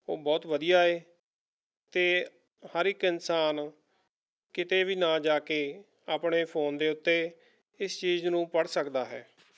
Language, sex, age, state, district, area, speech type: Punjabi, male, 30-45, Punjab, Mohali, rural, spontaneous